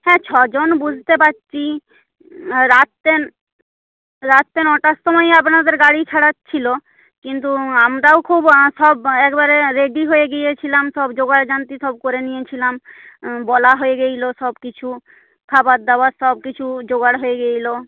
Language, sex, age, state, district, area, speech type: Bengali, female, 30-45, West Bengal, Nadia, rural, conversation